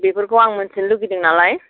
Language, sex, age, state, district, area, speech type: Bodo, female, 45-60, Assam, Kokrajhar, rural, conversation